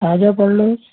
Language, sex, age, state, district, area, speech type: Telugu, male, 60+, Andhra Pradesh, Konaseema, rural, conversation